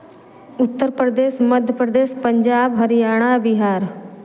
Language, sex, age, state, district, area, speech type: Hindi, female, 30-45, Uttar Pradesh, Varanasi, rural, spontaneous